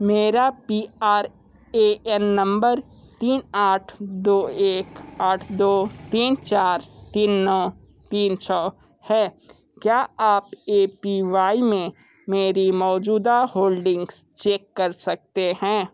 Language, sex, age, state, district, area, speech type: Hindi, male, 30-45, Uttar Pradesh, Sonbhadra, rural, read